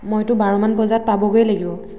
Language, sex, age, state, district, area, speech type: Assamese, female, 18-30, Assam, Dhemaji, rural, spontaneous